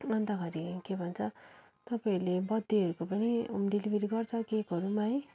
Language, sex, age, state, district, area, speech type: Nepali, female, 30-45, West Bengal, Darjeeling, rural, spontaneous